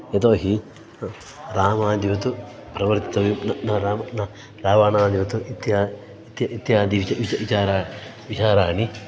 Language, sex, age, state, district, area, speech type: Sanskrit, male, 30-45, Karnataka, Dakshina Kannada, urban, spontaneous